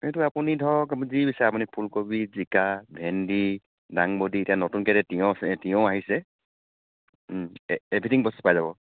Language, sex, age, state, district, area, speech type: Assamese, male, 45-60, Assam, Tinsukia, rural, conversation